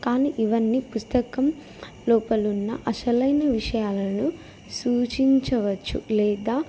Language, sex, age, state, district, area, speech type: Telugu, female, 18-30, Telangana, Jangaon, rural, spontaneous